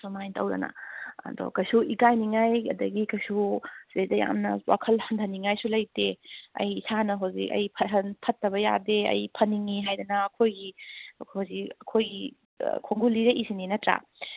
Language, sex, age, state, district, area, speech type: Manipuri, female, 30-45, Manipur, Kangpokpi, urban, conversation